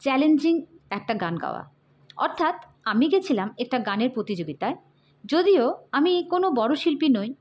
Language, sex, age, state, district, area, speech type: Bengali, female, 18-30, West Bengal, Hooghly, urban, spontaneous